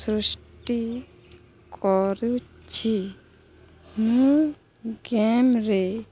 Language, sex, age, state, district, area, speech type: Odia, female, 30-45, Odisha, Balangir, urban, spontaneous